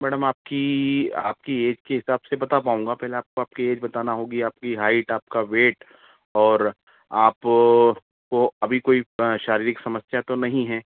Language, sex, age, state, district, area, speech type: Hindi, male, 30-45, Madhya Pradesh, Ujjain, urban, conversation